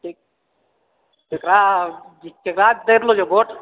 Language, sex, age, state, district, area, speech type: Maithili, male, 45-60, Bihar, Purnia, rural, conversation